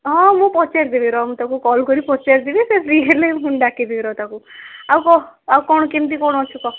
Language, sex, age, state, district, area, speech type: Odia, female, 18-30, Odisha, Cuttack, urban, conversation